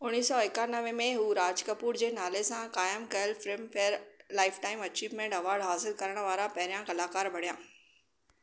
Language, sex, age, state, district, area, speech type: Sindhi, female, 45-60, Maharashtra, Thane, urban, read